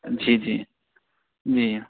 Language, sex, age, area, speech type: Sanskrit, male, 18-30, rural, conversation